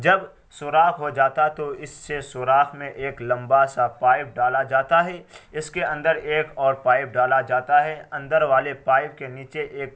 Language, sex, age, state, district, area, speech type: Urdu, male, 18-30, Bihar, Araria, rural, spontaneous